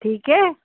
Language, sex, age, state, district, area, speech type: Hindi, female, 60+, Madhya Pradesh, Gwalior, rural, conversation